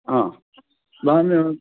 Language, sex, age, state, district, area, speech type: Sanskrit, male, 60+, Karnataka, Shimoga, urban, conversation